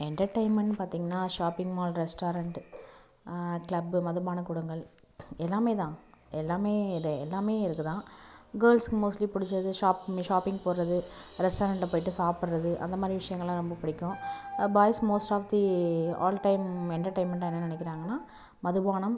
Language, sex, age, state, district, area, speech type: Tamil, female, 18-30, Tamil Nadu, Nagapattinam, rural, spontaneous